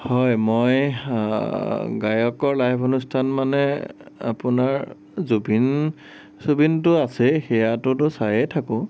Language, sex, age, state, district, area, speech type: Assamese, male, 18-30, Assam, Nagaon, rural, spontaneous